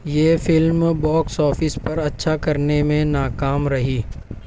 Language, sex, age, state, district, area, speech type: Urdu, male, 18-30, Maharashtra, Nashik, urban, read